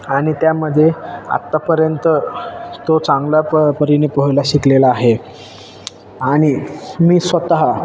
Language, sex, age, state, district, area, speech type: Marathi, male, 18-30, Maharashtra, Ahmednagar, urban, spontaneous